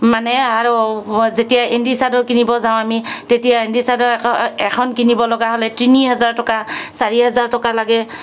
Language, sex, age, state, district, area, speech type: Assamese, female, 45-60, Assam, Kamrup Metropolitan, urban, spontaneous